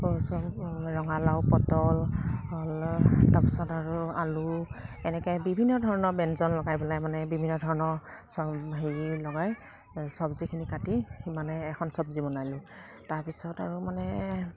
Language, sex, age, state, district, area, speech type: Assamese, female, 30-45, Assam, Kamrup Metropolitan, urban, spontaneous